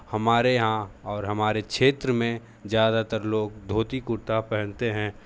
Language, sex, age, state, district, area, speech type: Hindi, male, 60+, Uttar Pradesh, Sonbhadra, rural, spontaneous